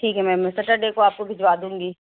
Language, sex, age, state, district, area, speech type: Urdu, female, 45-60, Uttar Pradesh, Lucknow, rural, conversation